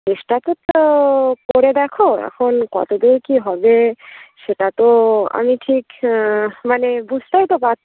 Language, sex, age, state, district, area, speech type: Bengali, female, 18-30, West Bengal, Uttar Dinajpur, urban, conversation